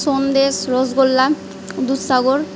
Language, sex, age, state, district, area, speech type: Bengali, female, 18-30, West Bengal, Malda, urban, spontaneous